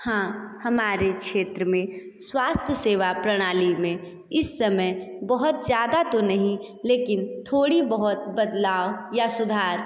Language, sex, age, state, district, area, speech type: Hindi, female, 30-45, Uttar Pradesh, Sonbhadra, rural, spontaneous